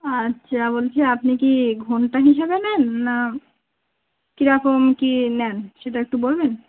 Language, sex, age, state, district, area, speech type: Bengali, female, 18-30, West Bengal, Birbhum, urban, conversation